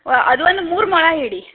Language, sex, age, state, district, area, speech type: Kannada, female, 60+, Karnataka, Shimoga, rural, conversation